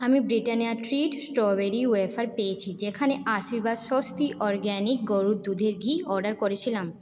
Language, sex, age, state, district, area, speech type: Bengali, female, 18-30, West Bengal, Purulia, urban, read